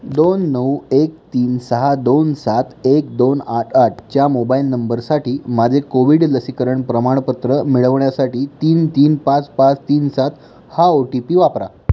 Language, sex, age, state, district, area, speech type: Marathi, male, 18-30, Maharashtra, Pune, urban, read